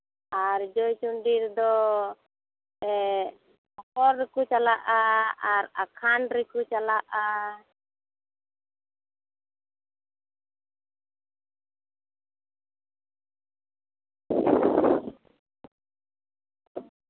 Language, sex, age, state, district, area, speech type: Santali, female, 30-45, West Bengal, Purulia, rural, conversation